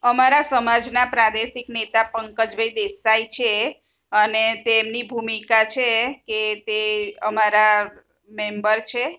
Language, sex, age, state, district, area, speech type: Gujarati, female, 45-60, Gujarat, Kheda, rural, spontaneous